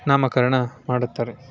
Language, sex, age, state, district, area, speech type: Kannada, male, 18-30, Karnataka, Chamarajanagar, rural, spontaneous